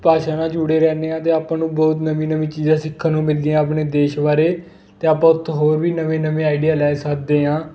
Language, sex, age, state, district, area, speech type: Punjabi, male, 18-30, Punjab, Fatehgarh Sahib, rural, spontaneous